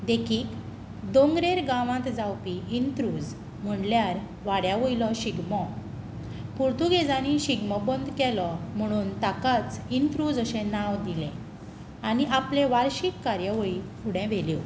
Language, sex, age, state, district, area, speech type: Goan Konkani, female, 18-30, Goa, Tiswadi, rural, spontaneous